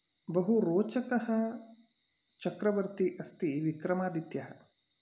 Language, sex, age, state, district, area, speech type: Sanskrit, male, 45-60, Karnataka, Uttara Kannada, rural, spontaneous